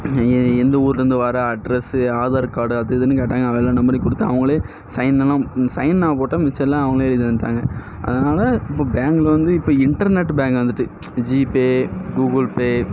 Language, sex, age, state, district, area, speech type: Tamil, male, 18-30, Tamil Nadu, Thoothukudi, rural, spontaneous